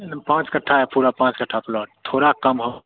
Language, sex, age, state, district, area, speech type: Hindi, male, 18-30, Bihar, Begusarai, rural, conversation